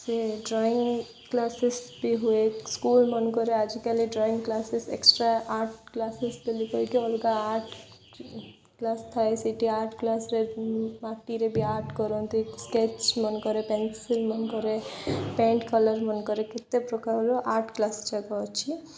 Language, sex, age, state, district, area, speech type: Odia, female, 18-30, Odisha, Koraput, urban, spontaneous